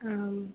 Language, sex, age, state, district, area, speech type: Sanskrit, female, 18-30, Assam, Baksa, rural, conversation